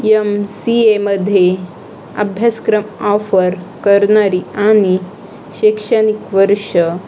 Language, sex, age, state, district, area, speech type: Marathi, female, 18-30, Maharashtra, Aurangabad, rural, read